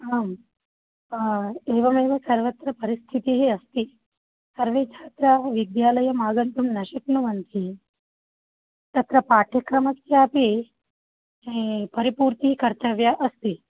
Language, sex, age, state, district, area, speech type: Sanskrit, female, 30-45, Telangana, Ranga Reddy, urban, conversation